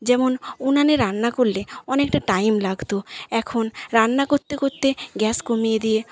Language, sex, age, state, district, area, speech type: Bengali, female, 30-45, West Bengal, Paschim Medinipur, rural, spontaneous